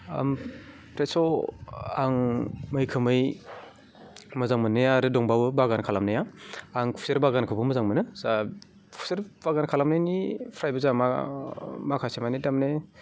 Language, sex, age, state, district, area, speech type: Bodo, male, 18-30, Assam, Baksa, urban, spontaneous